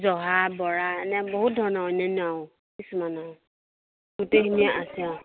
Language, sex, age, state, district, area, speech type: Assamese, female, 45-60, Assam, Morigaon, rural, conversation